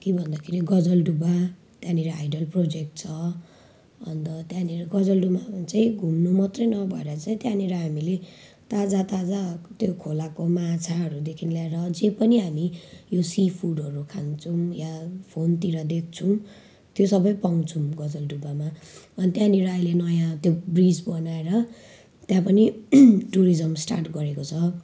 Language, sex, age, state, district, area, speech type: Nepali, female, 30-45, West Bengal, Jalpaiguri, rural, spontaneous